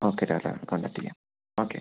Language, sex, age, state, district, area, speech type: Malayalam, male, 18-30, Kerala, Wayanad, rural, conversation